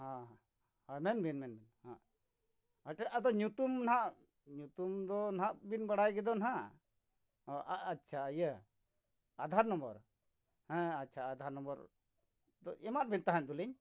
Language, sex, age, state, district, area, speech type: Santali, male, 45-60, Jharkhand, Bokaro, rural, spontaneous